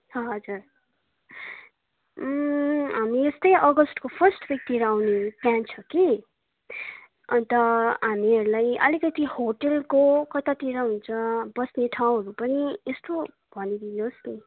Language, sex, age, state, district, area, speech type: Nepali, female, 18-30, West Bengal, Kalimpong, rural, conversation